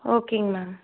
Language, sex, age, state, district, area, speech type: Tamil, female, 18-30, Tamil Nadu, Erode, rural, conversation